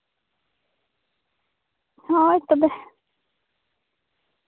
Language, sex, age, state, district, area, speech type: Santali, female, 18-30, Jharkhand, Seraikela Kharsawan, rural, conversation